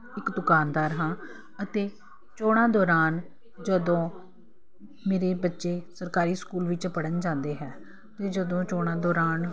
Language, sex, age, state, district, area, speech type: Punjabi, female, 45-60, Punjab, Kapurthala, urban, spontaneous